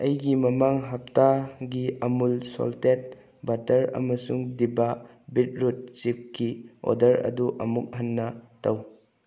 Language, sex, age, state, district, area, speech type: Manipuri, male, 18-30, Manipur, Bishnupur, rural, read